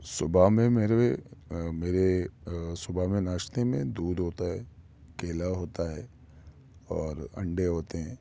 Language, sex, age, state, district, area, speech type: Urdu, male, 30-45, Delhi, Central Delhi, urban, spontaneous